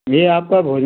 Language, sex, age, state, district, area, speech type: Hindi, male, 45-60, Madhya Pradesh, Gwalior, urban, conversation